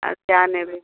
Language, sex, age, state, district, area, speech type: Bengali, female, 60+, West Bengal, Dakshin Dinajpur, rural, conversation